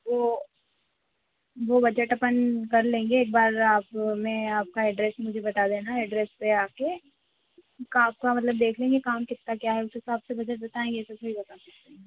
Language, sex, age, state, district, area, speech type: Hindi, female, 18-30, Madhya Pradesh, Harda, urban, conversation